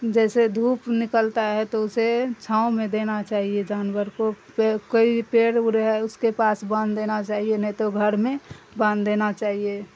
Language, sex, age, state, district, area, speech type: Urdu, female, 45-60, Bihar, Darbhanga, rural, spontaneous